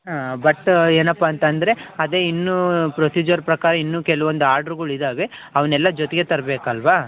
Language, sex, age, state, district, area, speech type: Kannada, male, 18-30, Karnataka, Chitradurga, rural, conversation